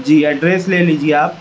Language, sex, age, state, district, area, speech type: Urdu, male, 18-30, Maharashtra, Nashik, urban, spontaneous